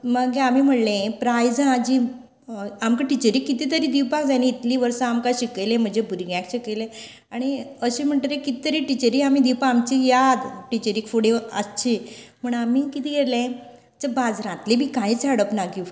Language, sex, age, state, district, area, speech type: Goan Konkani, female, 45-60, Goa, Canacona, rural, spontaneous